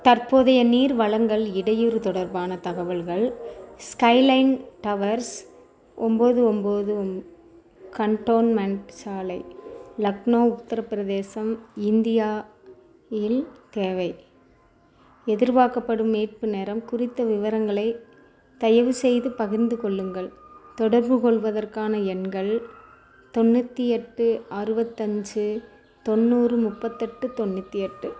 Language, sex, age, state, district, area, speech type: Tamil, female, 60+, Tamil Nadu, Theni, rural, read